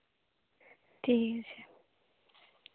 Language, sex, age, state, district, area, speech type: Santali, female, 18-30, West Bengal, Bankura, rural, conversation